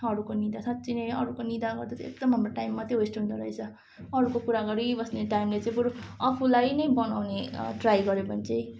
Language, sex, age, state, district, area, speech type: Nepali, female, 18-30, West Bengal, Darjeeling, rural, spontaneous